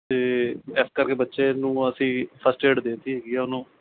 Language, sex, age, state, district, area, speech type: Punjabi, male, 45-60, Punjab, Mohali, urban, conversation